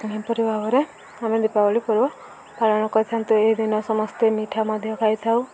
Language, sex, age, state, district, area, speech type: Odia, female, 18-30, Odisha, Subarnapur, urban, spontaneous